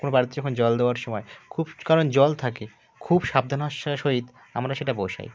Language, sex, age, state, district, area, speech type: Bengali, male, 18-30, West Bengal, Birbhum, urban, spontaneous